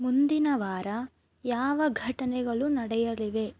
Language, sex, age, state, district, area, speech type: Kannada, female, 18-30, Karnataka, Chikkaballapur, rural, read